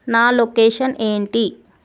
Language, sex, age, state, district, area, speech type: Telugu, female, 18-30, Telangana, Vikarabad, urban, read